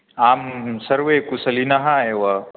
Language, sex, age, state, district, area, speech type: Sanskrit, male, 18-30, Manipur, Kangpokpi, rural, conversation